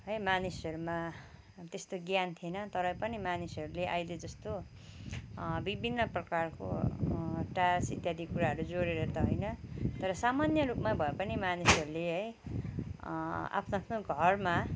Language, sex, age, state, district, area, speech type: Nepali, female, 45-60, West Bengal, Kalimpong, rural, spontaneous